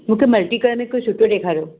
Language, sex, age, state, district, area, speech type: Sindhi, female, 45-60, Maharashtra, Mumbai Suburban, urban, conversation